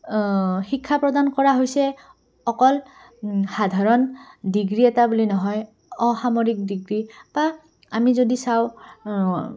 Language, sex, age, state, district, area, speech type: Assamese, female, 18-30, Assam, Goalpara, urban, spontaneous